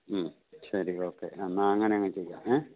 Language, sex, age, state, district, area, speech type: Malayalam, male, 60+, Kerala, Idukki, rural, conversation